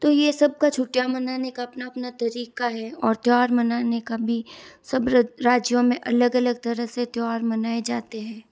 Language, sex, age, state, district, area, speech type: Hindi, female, 18-30, Rajasthan, Jodhpur, urban, spontaneous